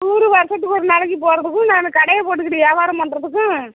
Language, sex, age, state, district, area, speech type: Tamil, female, 60+, Tamil Nadu, Tiruppur, rural, conversation